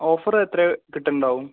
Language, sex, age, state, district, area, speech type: Malayalam, male, 18-30, Kerala, Thiruvananthapuram, urban, conversation